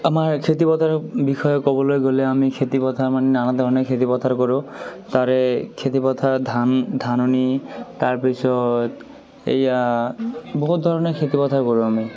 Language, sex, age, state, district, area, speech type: Assamese, male, 18-30, Assam, Barpeta, rural, spontaneous